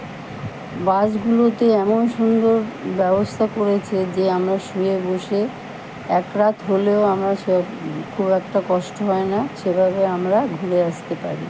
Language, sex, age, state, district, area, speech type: Bengali, female, 60+, West Bengal, Kolkata, urban, spontaneous